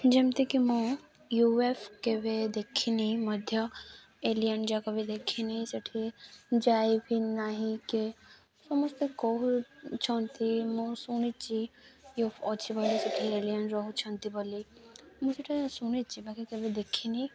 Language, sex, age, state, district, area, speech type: Odia, female, 18-30, Odisha, Malkangiri, urban, spontaneous